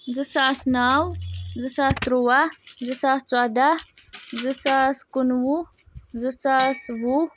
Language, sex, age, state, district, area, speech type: Kashmiri, female, 30-45, Jammu and Kashmir, Srinagar, urban, spontaneous